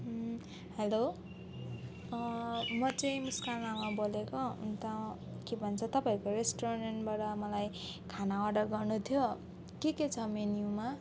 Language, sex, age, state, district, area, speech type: Nepali, female, 18-30, West Bengal, Alipurduar, urban, spontaneous